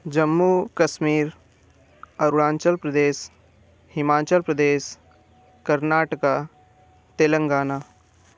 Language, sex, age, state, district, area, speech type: Hindi, male, 18-30, Uttar Pradesh, Bhadohi, urban, spontaneous